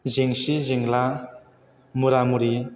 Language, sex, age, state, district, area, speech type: Bodo, male, 18-30, Assam, Chirang, rural, spontaneous